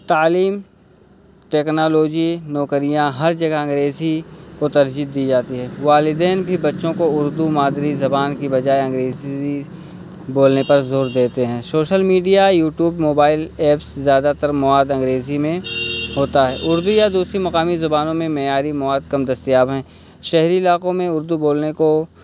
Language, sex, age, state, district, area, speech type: Urdu, male, 18-30, Uttar Pradesh, Balrampur, rural, spontaneous